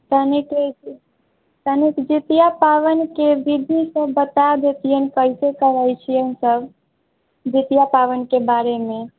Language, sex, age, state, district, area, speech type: Maithili, female, 18-30, Bihar, Muzaffarpur, rural, conversation